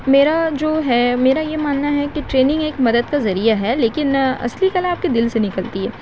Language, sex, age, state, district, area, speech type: Urdu, female, 18-30, West Bengal, Kolkata, urban, spontaneous